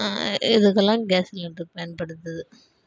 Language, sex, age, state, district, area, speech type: Tamil, female, 18-30, Tamil Nadu, Kallakurichi, rural, spontaneous